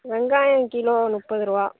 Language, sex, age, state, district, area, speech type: Tamil, female, 18-30, Tamil Nadu, Nagapattinam, urban, conversation